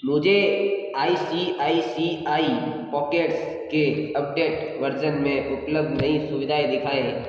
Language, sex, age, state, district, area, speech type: Hindi, male, 60+, Rajasthan, Jodhpur, urban, read